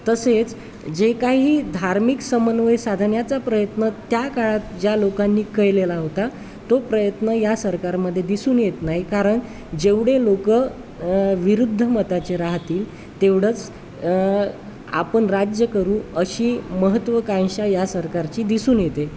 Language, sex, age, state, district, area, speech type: Marathi, male, 30-45, Maharashtra, Wardha, urban, spontaneous